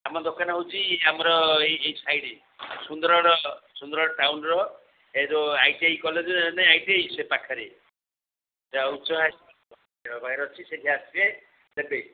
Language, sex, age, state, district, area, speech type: Odia, female, 60+, Odisha, Sundergarh, rural, conversation